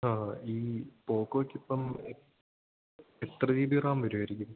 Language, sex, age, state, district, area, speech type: Malayalam, male, 18-30, Kerala, Idukki, rural, conversation